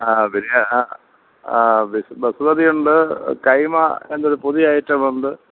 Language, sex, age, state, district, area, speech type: Malayalam, male, 60+, Kerala, Thiruvananthapuram, rural, conversation